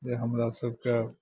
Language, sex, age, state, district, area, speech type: Maithili, male, 60+, Bihar, Madhepura, rural, spontaneous